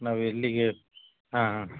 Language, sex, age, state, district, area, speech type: Kannada, male, 30-45, Karnataka, Chitradurga, rural, conversation